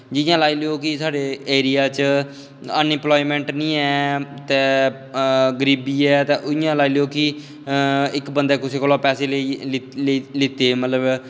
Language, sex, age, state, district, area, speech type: Dogri, male, 18-30, Jammu and Kashmir, Kathua, rural, spontaneous